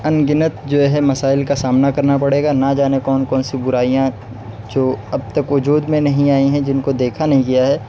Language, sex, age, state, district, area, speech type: Urdu, male, 18-30, Uttar Pradesh, Siddharthnagar, rural, spontaneous